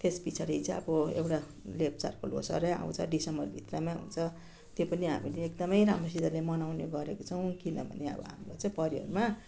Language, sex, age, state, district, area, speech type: Nepali, female, 60+, West Bengal, Darjeeling, rural, spontaneous